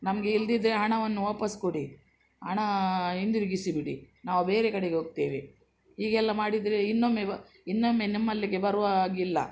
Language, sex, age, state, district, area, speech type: Kannada, female, 60+, Karnataka, Udupi, rural, spontaneous